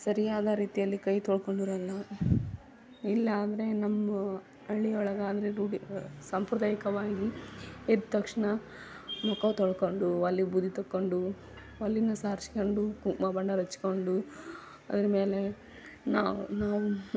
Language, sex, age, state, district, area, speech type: Kannada, female, 18-30, Karnataka, Koppal, rural, spontaneous